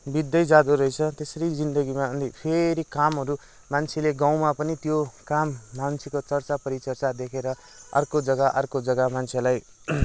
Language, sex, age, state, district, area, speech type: Nepali, male, 18-30, West Bengal, Kalimpong, rural, spontaneous